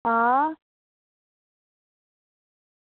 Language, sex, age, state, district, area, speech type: Dogri, female, 18-30, Jammu and Kashmir, Udhampur, rural, conversation